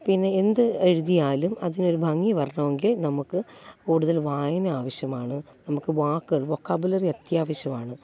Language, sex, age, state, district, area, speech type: Malayalam, female, 30-45, Kerala, Alappuzha, rural, spontaneous